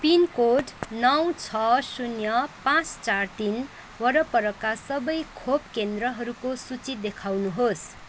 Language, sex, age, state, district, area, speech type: Nepali, other, 30-45, West Bengal, Kalimpong, rural, read